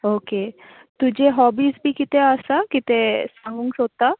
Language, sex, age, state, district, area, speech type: Goan Konkani, female, 18-30, Goa, Quepem, rural, conversation